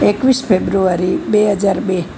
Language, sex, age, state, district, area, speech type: Gujarati, female, 60+, Gujarat, Kheda, rural, spontaneous